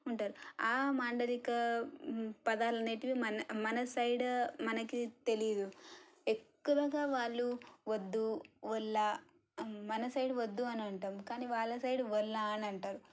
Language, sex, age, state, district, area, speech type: Telugu, female, 18-30, Telangana, Suryapet, urban, spontaneous